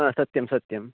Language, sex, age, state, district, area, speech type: Sanskrit, male, 30-45, Karnataka, Uttara Kannada, rural, conversation